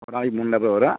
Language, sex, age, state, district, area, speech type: Tamil, male, 30-45, Tamil Nadu, Theni, rural, conversation